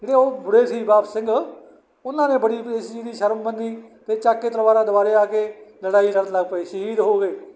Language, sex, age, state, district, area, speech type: Punjabi, male, 60+, Punjab, Barnala, rural, spontaneous